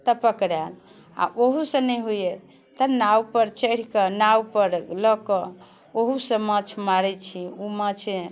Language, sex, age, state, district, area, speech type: Maithili, female, 45-60, Bihar, Muzaffarpur, urban, spontaneous